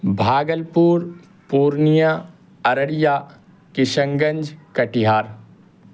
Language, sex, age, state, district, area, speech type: Urdu, male, 18-30, Bihar, Purnia, rural, spontaneous